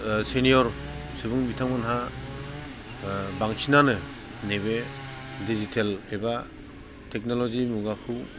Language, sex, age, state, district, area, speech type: Bodo, male, 30-45, Assam, Udalguri, urban, spontaneous